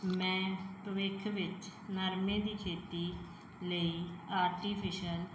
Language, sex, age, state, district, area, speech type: Punjabi, female, 45-60, Punjab, Mansa, urban, spontaneous